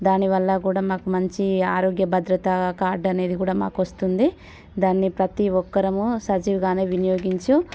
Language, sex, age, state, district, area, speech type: Telugu, female, 30-45, Telangana, Warangal, urban, spontaneous